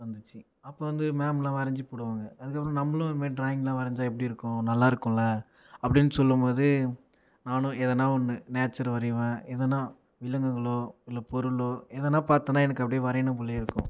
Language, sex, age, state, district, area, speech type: Tamil, male, 18-30, Tamil Nadu, Viluppuram, rural, spontaneous